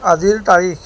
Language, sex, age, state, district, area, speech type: Assamese, male, 30-45, Assam, Jorhat, urban, read